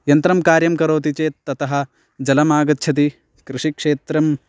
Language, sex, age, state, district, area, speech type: Sanskrit, male, 18-30, Karnataka, Belgaum, rural, spontaneous